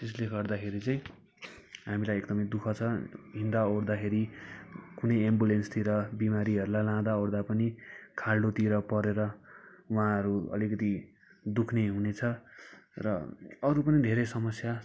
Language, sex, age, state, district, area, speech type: Nepali, male, 18-30, West Bengal, Kalimpong, rural, spontaneous